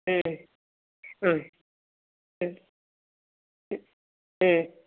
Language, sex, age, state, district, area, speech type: Tamil, female, 60+, Tamil Nadu, Erode, rural, conversation